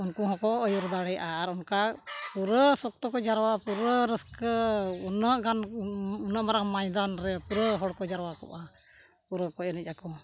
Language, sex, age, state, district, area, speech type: Santali, female, 60+, Odisha, Mayurbhanj, rural, spontaneous